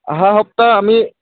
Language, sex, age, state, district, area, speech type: Assamese, male, 18-30, Assam, Tinsukia, rural, conversation